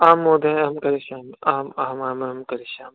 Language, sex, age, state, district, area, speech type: Sanskrit, male, 18-30, Rajasthan, Jaipur, urban, conversation